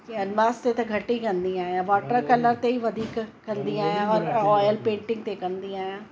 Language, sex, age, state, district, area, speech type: Sindhi, female, 45-60, Uttar Pradesh, Lucknow, urban, spontaneous